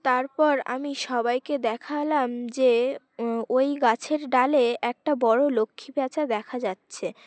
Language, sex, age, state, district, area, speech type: Bengali, female, 18-30, West Bengal, Uttar Dinajpur, urban, spontaneous